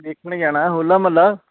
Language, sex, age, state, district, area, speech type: Punjabi, male, 18-30, Punjab, Kapurthala, urban, conversation